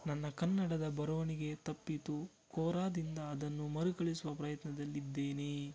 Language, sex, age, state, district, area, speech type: Kannada, male, 60+, Karnataka, Kolar, rural, spontaneous